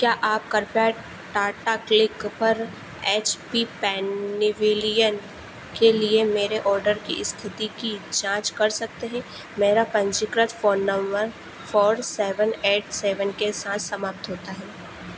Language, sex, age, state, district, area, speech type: Hindi, female, 18-30, Madhya Pradesh, Harda, rural, read